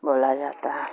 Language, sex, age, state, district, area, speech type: Urdu, female, 45-60, Bihar, Supaul, rural, spontaneous